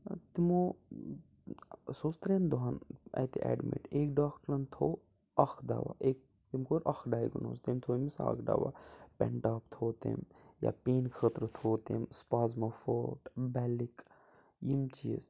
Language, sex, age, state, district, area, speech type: Kashmiri, male, 18-30, Jammu and Kashmir, Budgam, rural, spontaneous